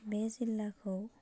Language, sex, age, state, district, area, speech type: Bodo, female, 18-30, Assam, Baksa, rural, spontaneous